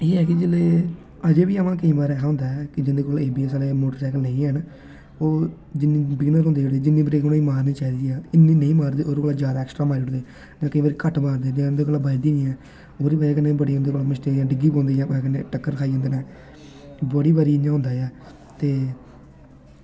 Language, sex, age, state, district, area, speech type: Dogri, male, 18-30, Jammu and Kashmir, Samba, rural, spontaneous